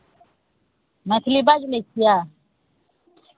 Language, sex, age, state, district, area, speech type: Maithili, female, 30-45, Bihar, Araria, urban, conversation